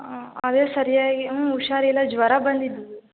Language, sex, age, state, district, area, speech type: Kannada, female, 18-30, Karnataka, Chitradurga, urban, conversation